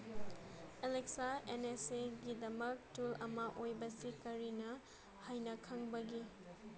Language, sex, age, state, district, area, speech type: Manipuri, female, 18-30, Manipur, Senapati, rural, read